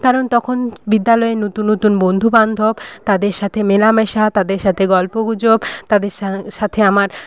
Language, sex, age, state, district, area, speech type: Bengali, female, 30-45, West Bengal, Paschim Medinipur, rural, spontaneous